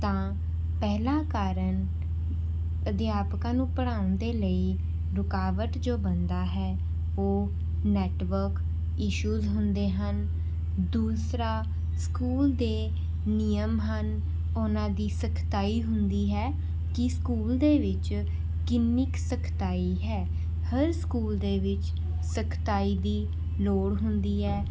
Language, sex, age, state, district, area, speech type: Punjabi, female, 18-30, Punjab, Rupnagar, urban, spontaneous